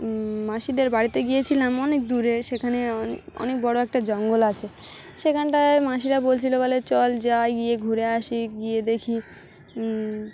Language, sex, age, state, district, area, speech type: Bengali, female, 30-45, West Bengal, Dakshin Dinajpur, urban, spontaneous